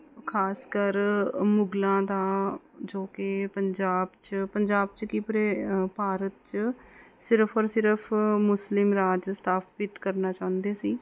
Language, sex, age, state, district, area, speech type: Punjabi, female, 30-45, Punjab, Mohali, urban, spontaneous